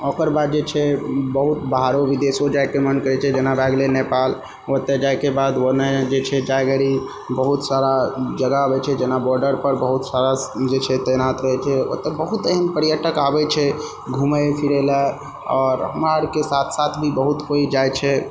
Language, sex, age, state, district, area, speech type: Maithili, male, 30-45, Bihar, Purnia, rural, spontaneous